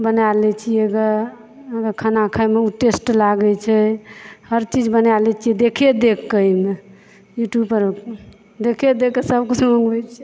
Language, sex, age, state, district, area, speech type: Maithili, female, 45-60, Bihar, Supaul, rural, spontaneous